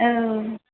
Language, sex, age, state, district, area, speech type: Bodo, female, 18-30, Assam, Chirang, rural, conversation